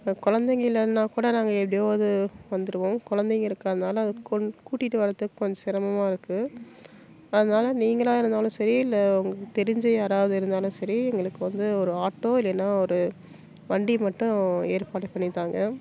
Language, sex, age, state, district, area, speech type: Tamil, female, 30-45, Tamil Nadu, Salem, rural, spontaneous